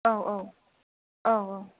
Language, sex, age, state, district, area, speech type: Bodo, female, 30-45, Assam, Kokrajhar, rural, conversation